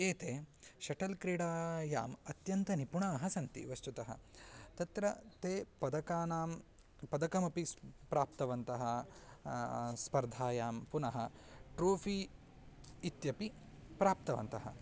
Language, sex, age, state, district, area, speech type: Sanskrit, male, 18-30, Karnataka, Uttara Kannada, rural, spontaneous